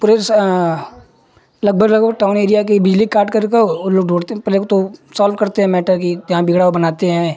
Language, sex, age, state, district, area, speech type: Hindi, male, 18-30, Uttar Pradesh, Ghazipur, urban, spontaneous